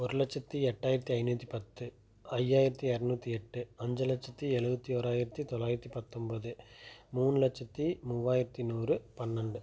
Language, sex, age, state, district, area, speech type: Tamil, male, 30-45, Tamil Nadu, Tiruppur, rural, spontaneous